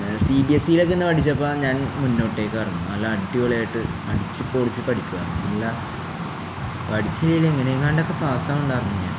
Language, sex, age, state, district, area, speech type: Malayalam, male, 18-30, Kerala, Palakkad, rural, spontaneous